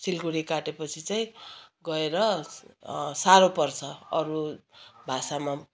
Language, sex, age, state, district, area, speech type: Nepali, female, 60+, West Bengal, Kalimpong, rural, spontaneous